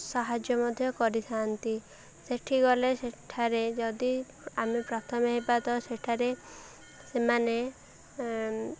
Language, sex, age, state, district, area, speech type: Odia, female, 18-30, Odisha, Koraput, urban, spontaneous